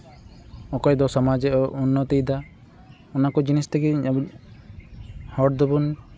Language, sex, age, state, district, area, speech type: Santali, male, 18-30, West Bengal, Malda, rural, spontaneous